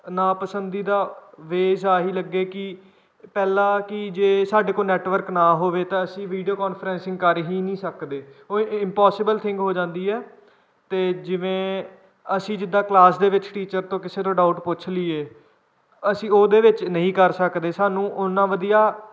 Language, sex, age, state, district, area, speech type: Punjabi, male, 18-30, Punjab, Kapurthala, rural, spontaneous